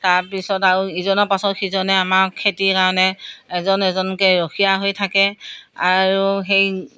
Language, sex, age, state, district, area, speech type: Assamese, female, 60+, Assam, Morigaon, rural, spontaneous